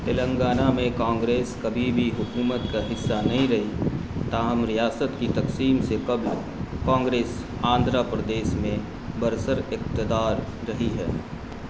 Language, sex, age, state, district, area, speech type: Urdu, male, 45-60, Bihar, Supaul, rural, read